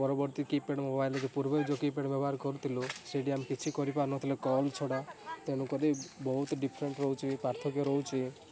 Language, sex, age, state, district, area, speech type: Odia, male, 18-30, Odisha, Rayagada, rural, spontaneous